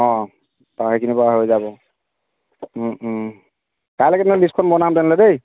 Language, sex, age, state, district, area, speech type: Assamese, male, 30-45, Assam, Dibrugarh, rural, conversation